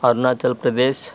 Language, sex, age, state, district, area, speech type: Telugu, male, 45-60, Andhra Pradesh, Vizianagaram, rural, spontaneous